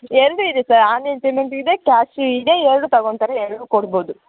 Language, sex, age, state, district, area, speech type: Kannada, female, 18-30, Karnataka, Kolar, rural, conversation